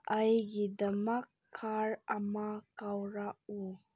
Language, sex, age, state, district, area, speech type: Manipuri, female, 18-30, Manipur, Senapati, urban, read